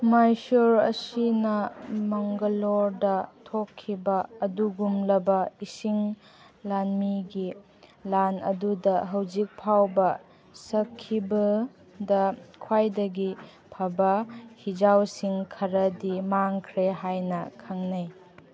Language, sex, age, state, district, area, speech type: Manipuri, female, 18-30, Manipur, Chandel, rural, read